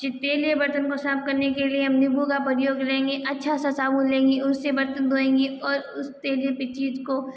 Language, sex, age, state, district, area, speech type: Hindi, female, 30-45, Rajasthan, Jodhpur, urban, spontaneous